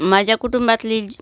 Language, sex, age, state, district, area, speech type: Marathi, female, 45-60, Maharashtra, Washim, rural, spontaneous